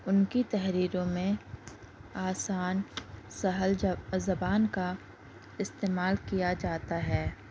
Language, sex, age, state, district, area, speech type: Urdu, female, 18-30, Delhi, Central Delhi, urban, spontaneous